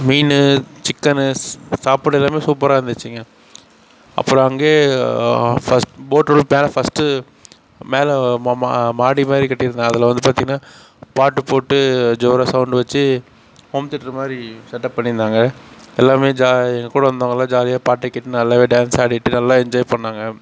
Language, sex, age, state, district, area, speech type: Tamil, male, 60+, Tamil Nadu, Mayiladuthurai, rural, spontaneous